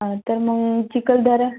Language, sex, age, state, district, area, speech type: Marathi, female, 18-30, Maharashtra, Wardha, urban, conversation